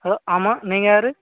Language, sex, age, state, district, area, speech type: Tamil, male, 30-45, Tamil Nadu, Cuddalore, rural, conversation